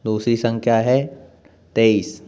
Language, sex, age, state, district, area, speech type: Hindi, male, 18-30, Madhya Pradesh, Jabalpur, urban, spontaneous